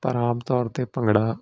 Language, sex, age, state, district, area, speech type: Punjabi, male, 18-30, Punjab, Hoshiarpur, urban, spontaneous